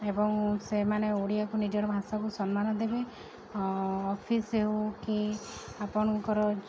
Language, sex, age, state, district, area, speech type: Odia, female, 30-45, Odisha, Sundergarh, urban, spontaneous